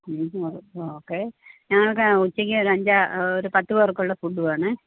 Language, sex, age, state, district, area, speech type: Malayalam, female, 45-60, Kerala, Pathanamthitta, rural, conversation